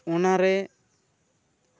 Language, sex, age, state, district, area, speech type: Santali, male, 18-30, West Bengal, Bankura, rural, spontaneous